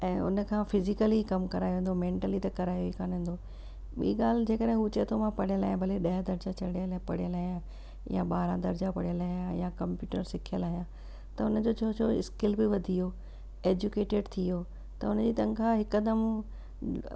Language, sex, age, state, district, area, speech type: Sindhi, female, 60+, Rajasthan, Ajmer, urban, spontaneous